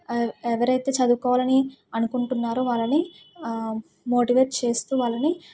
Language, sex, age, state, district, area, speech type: Telugu, female, 18-30, Telangana, Suryapet, urban, spontaneous